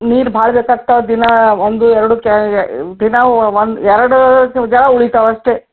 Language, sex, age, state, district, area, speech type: Kannada, female, 60+, Karnataka, Gulbarga, urban, conversation